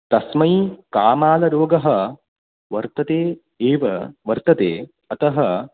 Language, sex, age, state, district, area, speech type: Sanskrit, male, 18-30, Karnataka, Uttara Kannada, urban, conversation